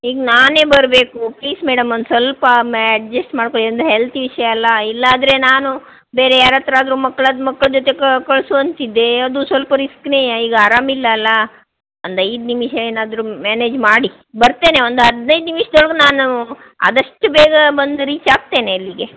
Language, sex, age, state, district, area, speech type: Kannada, female, 45-60, Karnataka, Shimoga, rural, conversation